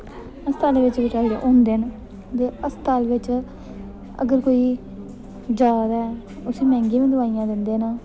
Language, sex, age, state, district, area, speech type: Dogri, female, 18-30, Jammu and Kashmir, Reasi, rural, spontaneous